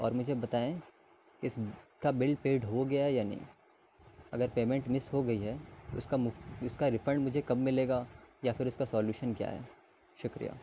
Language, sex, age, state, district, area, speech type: Urdu, male, 18-30, Delhi, North East Delhi, urban, spontaneous